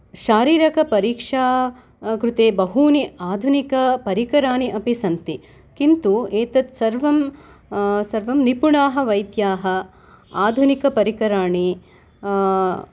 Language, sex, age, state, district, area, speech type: Sanskrit, female, 45-60, Telangana, Hyderabad, urban, spontaneous